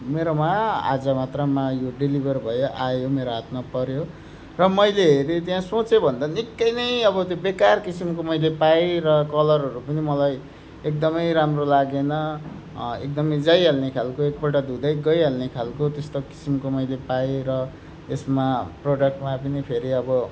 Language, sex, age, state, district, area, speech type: Nepali, male, 30-45, West Bengal, Darjeeling, rural, spontaneous